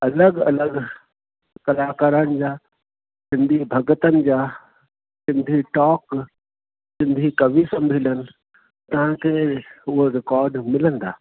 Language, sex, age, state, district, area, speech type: Sindhi, male, 60+, Delhi, South Delhi, urban, conversation